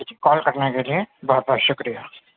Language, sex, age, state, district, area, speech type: Urdu, male, 18-30, Delhi, Central Delhi, urban, conversation